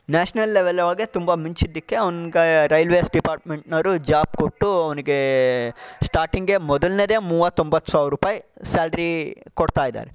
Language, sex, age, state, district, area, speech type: Kannada, male, 45-60, Karnataka, Chitradurga, rural, spontaneous